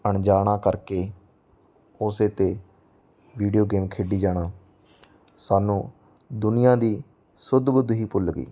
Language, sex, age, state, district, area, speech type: Punjabi, male, 30-45, Punjab, Mansa, rural, spontaneous